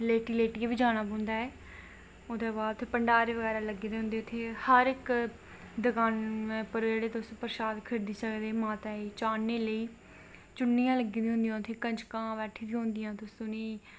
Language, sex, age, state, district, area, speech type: Dogri, female, 18-30, Jammu and Kashmir, Reasi, rural, spontaneous